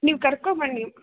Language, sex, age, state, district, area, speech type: Kannada, female, 30-45, Karnataka, Kolar, rural, conversation